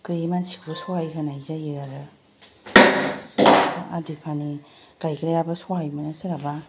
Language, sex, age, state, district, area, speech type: Bodo, female, 30-45, Assam, Kokrajhar, rural, spontaneous